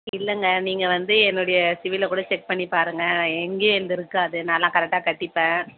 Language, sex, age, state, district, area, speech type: Tamil, female, 30-45, Tamil Nadu, Tirupattur, rural, conversation